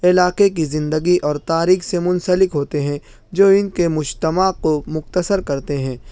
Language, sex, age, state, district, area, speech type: Urdu, male, 18-30, Maharashtra, Nashik, rural, spontaneous